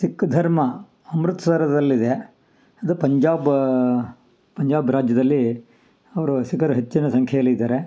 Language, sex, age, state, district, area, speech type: Kannada, male, 60+, Karnataka, Kolar, rural, spontaneous